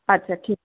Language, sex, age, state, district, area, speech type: Dogri, female, 45-60, Jammu and Kashmir, Reasi, urban, conversation